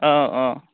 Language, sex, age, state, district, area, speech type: Assamese, male, 18-30, Assam, Majuli, urban, conversation